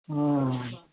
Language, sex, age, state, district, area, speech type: Maithili, male, 60+, Bihar, Araria, rural, conversation